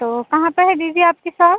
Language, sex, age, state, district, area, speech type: Hindi, female, 30-45, Madhya Pradesh, Seoni, urban, conversation